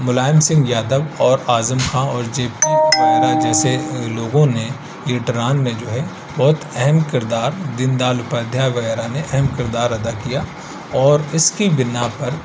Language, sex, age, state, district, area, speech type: Urdu, male, 30-45, Uttar Pradesh, Aligarh, urban, spontaneous